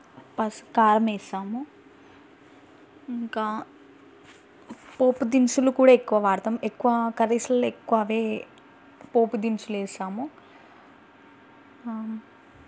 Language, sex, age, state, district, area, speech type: Telugu, female, 18-30, Telangana, Mahbubnagar, urban, spontaneous